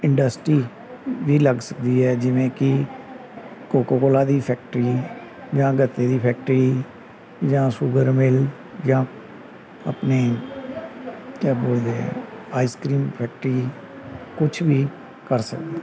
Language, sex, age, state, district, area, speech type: Punjabi, male, 30-45, Punjab, Gurdaspur, rural, spontaneous